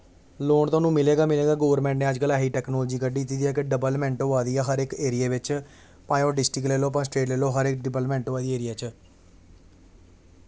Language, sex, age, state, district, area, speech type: Dogri, male, 18-30, Jammu and Kashmir, Samba, rural, spontaneous